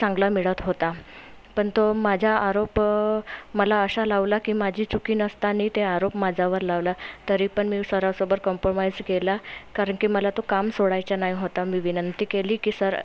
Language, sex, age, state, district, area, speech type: Marathi, female, 30-45, Maharashtra, Nagpur, urban, spontaneous